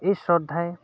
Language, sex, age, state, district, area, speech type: Assamese, male, 30-45, Assam, Dhemaji, urban, spontaneous